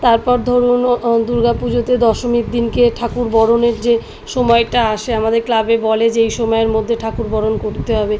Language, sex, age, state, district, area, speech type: Bengali, female, 30-45, West Bengal, South 24 Parganas, urban, spontaneous